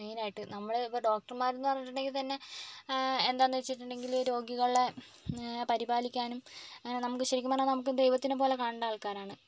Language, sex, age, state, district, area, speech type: Malayalam, female, 45-60, Kerala, Wayanad, rural, spontaneous